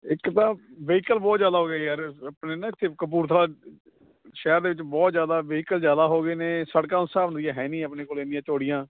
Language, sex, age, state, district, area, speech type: Punjabi, male, 30-45, Punjab, Kapurthala, urban, conversation